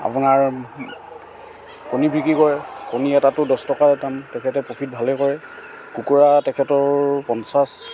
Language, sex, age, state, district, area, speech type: Assamese, male, 45-60, Assam, Charaideo, urban, spontaneous